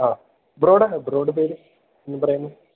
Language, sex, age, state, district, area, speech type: Malayalam, male, 18-30, Kerala, Idukki, rural, conversation